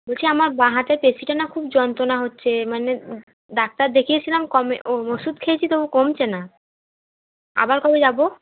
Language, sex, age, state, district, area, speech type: Bengali, female, 18-30, West Bengal, Cooch Behar, urban, conversation